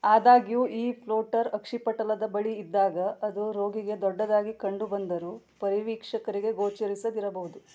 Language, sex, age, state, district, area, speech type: Kannada, female, 30-45, Karnataka, Shimoga, rural, read